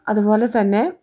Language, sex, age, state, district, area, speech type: Malayalam, female, 30-45, Kerala, Idukki, rural, spontaneous